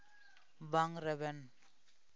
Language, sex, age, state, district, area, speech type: Santali, male, 18-30, West Bengal, Jhargram, rural, read